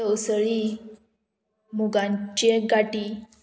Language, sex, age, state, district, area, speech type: Goan Konkani, female, 18-30, Goa, Murmgao, urban, spontaneous